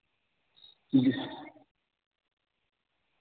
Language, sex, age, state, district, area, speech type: Urdu, male, 45-60, Bihar, Araria, rural, conversation